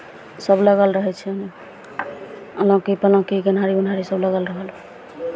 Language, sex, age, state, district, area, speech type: Maithili, female, 60+, Bihar, Begusarai, urban, spontaneous